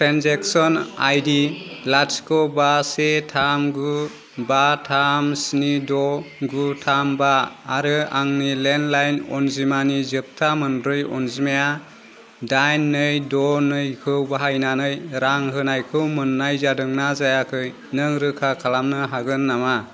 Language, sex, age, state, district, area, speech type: Bodo, male, 30-45, Assam, Kokrajhar, rural, read